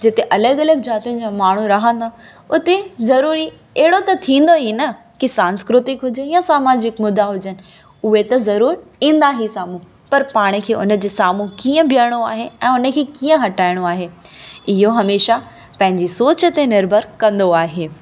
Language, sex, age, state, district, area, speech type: Sindhi, female, 18-30, Gujarat, Kutch, urban, spontaneous